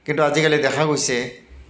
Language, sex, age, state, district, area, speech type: Assamese, male, 45-60, Assam, Goalpara, urban, spontaneous